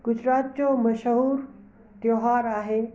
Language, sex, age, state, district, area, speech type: Sindhi, female, 60+, Gujarat, Kutch, urban, spontaneous